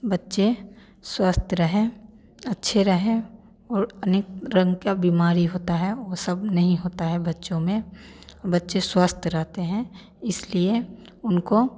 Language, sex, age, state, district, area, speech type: Hindi, female, 18-30, Bihar, Samastipur, urban, spontaneous